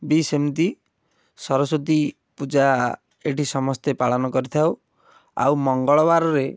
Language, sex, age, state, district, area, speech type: Odia, male, 18-30, Odisha, Cuttack, urban, spontaneous